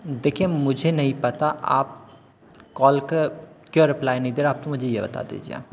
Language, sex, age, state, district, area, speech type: Hindi, male, 30-45, Madhya Pradesh, Hoshangabad, urban, spontaneous